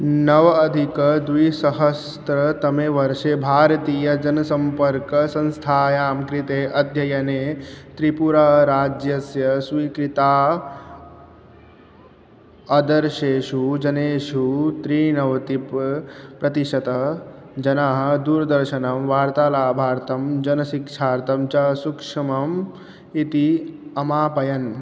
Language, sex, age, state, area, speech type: Sanskrit, male, 18-30, Chhattisgarh, urban, read